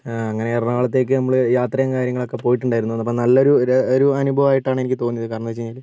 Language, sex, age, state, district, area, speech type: Malayalam, male, 18-30, Kerala, Wayanad, rural, spontaneous